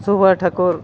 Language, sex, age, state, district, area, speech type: Santali, male, 45-60, Jharkhand, East Singhbhum, rural, spontaneous